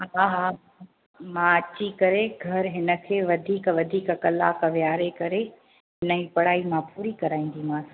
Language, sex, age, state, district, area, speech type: Sindhi, female, 30-45, Gujarat, Junagadh, urban, conversation